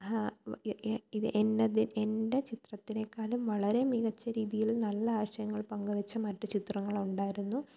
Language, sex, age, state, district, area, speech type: Malayalam, female, 18-30, Kerala, Thiruvananthapuram, rural, spontaneous